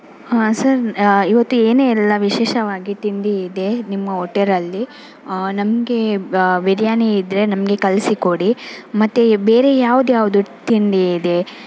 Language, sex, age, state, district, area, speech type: Kannada, female, 30-45, Karnataka, Shimoga, rural, spontaneous